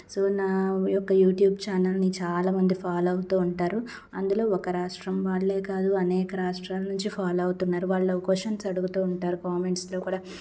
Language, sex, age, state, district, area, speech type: Telugu, female, 30-45, Andhra Pradesh, Palnadu, rural, spontaneous